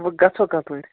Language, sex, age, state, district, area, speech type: Kashmiri, male, 18-30, Jammu and Kashmir, Baramulla, rural, conversation